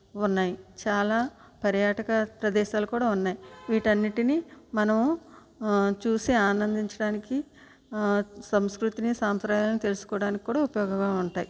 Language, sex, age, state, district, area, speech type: Telugu, female, 60+, Andhra Pradesh, West Godavari, rural, spontaneous